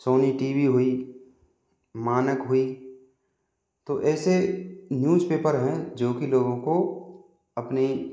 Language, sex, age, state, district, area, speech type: Hindi, male, 45-60, Rajasthan, Jaipur, urban, spontaneous